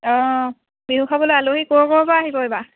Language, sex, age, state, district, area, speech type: Assamese, female, 18-30, Assam, Sivasagar, rural, conversation